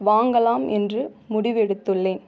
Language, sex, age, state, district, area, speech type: Tamil, female, 18-30, Tamil Nadu, Ariyalur, rural, spontaneous